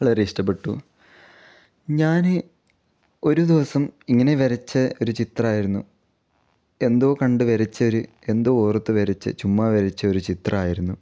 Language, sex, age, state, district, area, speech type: Malayalam, male, 18-30, Kerala, Kasaragod, rural, spontaneous